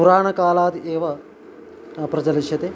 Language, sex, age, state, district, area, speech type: Sanskrit, male, 45-60, Karnataka, Uttara Kannada, rural, spontaneous